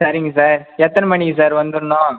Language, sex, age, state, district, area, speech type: Tamil, female, 18-30, Tamil Nadu, Cuddalore, rural, conversation